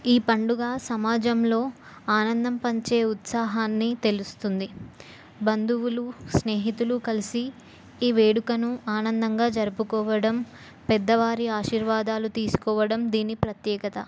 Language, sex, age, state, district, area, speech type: Telugu, female, 18-30, Telangana, Jayashankar, urban, spontaneous